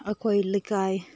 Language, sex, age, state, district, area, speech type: Manipuri, female, 30-45, Manipur, Senapati, urban, spontaneous